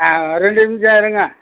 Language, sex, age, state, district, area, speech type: Tamil, male, 60+, Tamil Nadu, Thanjavur, rural, conversation